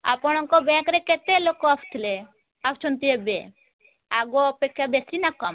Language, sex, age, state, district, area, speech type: Odia, female, 18-30, Odisha, Mayurbhanj, rural, conversation